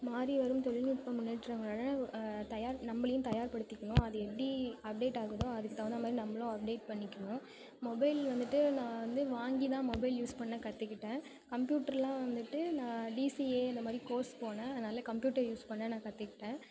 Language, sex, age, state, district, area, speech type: Tamil, female, 18-30, Tamil Nadu, Thanjavur, urban, spontaneous